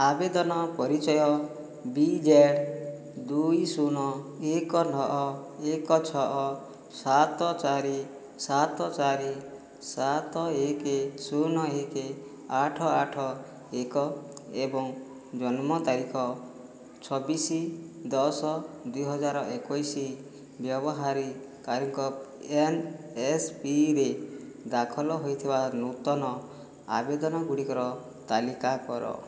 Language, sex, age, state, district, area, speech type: Odia, male, 30-45, Odisha, Boudh, rural, read